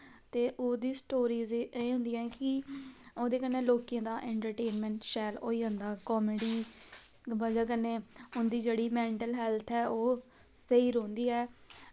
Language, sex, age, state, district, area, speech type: Dogri, female, 18-30, Jammu and Kashmir, Samba, rural, spontaneous